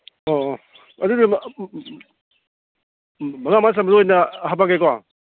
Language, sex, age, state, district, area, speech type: Manipuri, male, 45-60, Manipur, Kangpokpi, urban, conversation